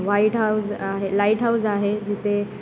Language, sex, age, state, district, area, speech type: Marathi, female, 18-30, Maharashtra, Ratnagiri, rural, spontaneous